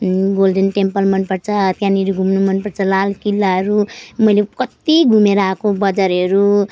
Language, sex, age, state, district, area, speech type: Nepali, female, 30-45, West Bengal, Jalpaiguri, rural, spontaneous